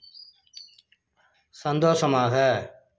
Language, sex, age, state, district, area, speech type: Tamil, male, 60+, Tamil Nadu, Nagapattinam, rural, read